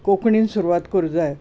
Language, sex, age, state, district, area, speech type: Goan Konkani, female, 60+, Goa, Bardez, urban, spontaneous